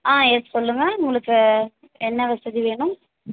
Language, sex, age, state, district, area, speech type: Tamil, female, 30-45, Tamil Nadu, Chennai, urban, conversation